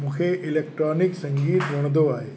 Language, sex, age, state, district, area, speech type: Sindhi, male, 60+, Uttar Pradesh, Lucknow, urban, read